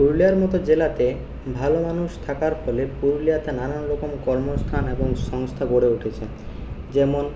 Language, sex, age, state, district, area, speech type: Bengali, male, 30-45, West Bengal, Purulia, urban, spontaneous